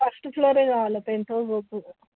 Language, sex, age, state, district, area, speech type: Telugu, female, 60+, Telangana, Hyderabad, urban, conversation